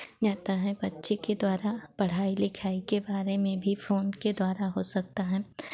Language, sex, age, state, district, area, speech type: Hindi, female, 30-45, Uttar Pradesh, Pratapgarh, rural, spontaneous